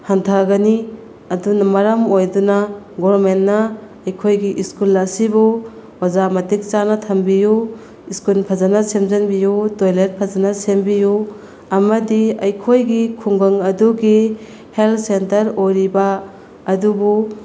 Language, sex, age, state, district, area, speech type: Manipuri, female, 30-45, Manipur, Bishnupur, rural, spontaneous